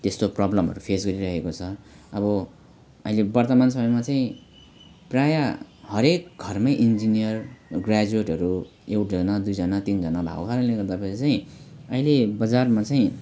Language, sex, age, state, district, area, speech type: Nepali, male, 30-45, West Bengal, Alipurduar, urban, spontaneous